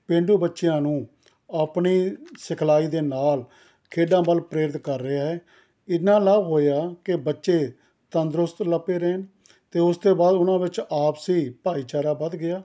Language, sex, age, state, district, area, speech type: Punjabi, male, 60+, Punjab, Rupnagar, rural, spontaneous